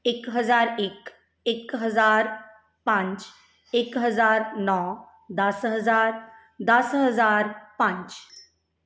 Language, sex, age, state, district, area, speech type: Punjabi, female, 45-60, Punjab, Mansa, urban, spontaneous